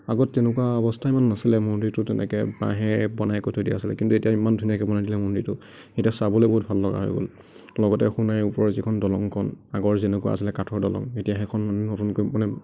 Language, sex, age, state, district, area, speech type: Assamese, male, 18-30, Assam, Nagaon, rural, spontaneous